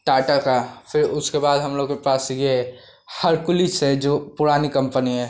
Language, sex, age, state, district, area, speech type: Hindi, male, 18-30, Uttar Pradesh, Pratapgarh, rural, spontaneous